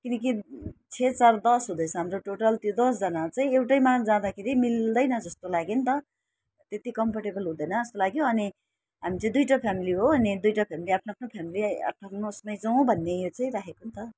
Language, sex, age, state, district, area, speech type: Nepali, female, 60+, West Bengal, Alipurduar, urban, spontaneous